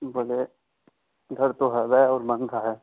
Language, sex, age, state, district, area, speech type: Hindi, male, 18-30, Bihar, Madhepura, rural, conversation